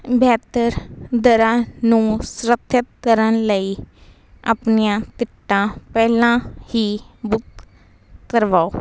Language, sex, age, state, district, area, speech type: Punjabi, female, 18-30, Punjab, Fazilka, urban, spontaneous